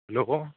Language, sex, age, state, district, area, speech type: Punjabi, male, 18-30, Punjab, Fazilka, rural, conversation